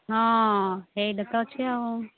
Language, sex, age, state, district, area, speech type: Odia, female, 60+, Odisha, Angul, rural, conversation